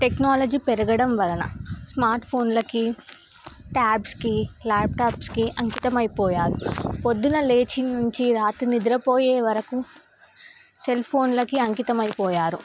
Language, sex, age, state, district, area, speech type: Telugu, female, 18-30, Telangana, Nizamabad, urban, spontaneous